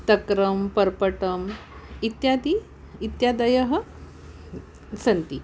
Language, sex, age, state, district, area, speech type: Sanskrit, female, 60+, Maharashtra, Wardha, urban, spontaneous